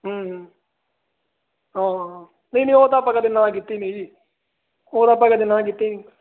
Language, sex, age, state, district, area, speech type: Punjabi, male, 18-30, Punjab, Fazilka, urban, conversation